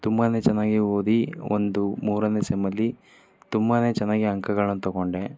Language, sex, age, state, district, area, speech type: Kannada, male, 30-45, Karnataka, Davanagere, rural, spontaneous